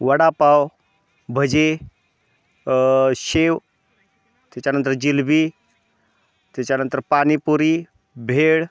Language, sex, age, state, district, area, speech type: Marathi, male, 30-45, Maharashtra, Osmanabad, rural, spontaneous